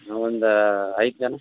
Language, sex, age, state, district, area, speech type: Kannada, male, 18-30, Karnataka, Davanagere, rural, conversation